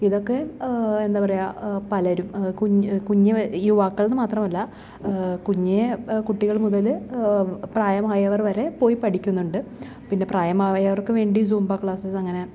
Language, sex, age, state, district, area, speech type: Malayalam, female, 18-30, Kerala, Thrissur, urban, spontaneous